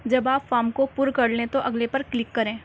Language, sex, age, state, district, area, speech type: Urdu, female, 18-30, Delhi, Central Delhi, urban, read